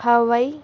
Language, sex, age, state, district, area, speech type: Urdu, female, 18-30, Delhi, North East Delhi, urban, spontaneous